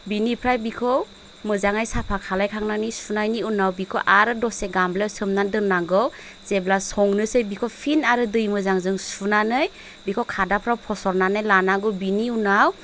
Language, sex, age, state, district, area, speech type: Bodo, female, 30-45, Assam, Chirang, rural, spontaneous